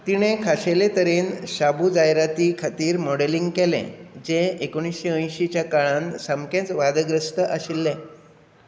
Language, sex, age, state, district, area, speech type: Goan Konkani, male, 60+, Goa, Bardez, urban, read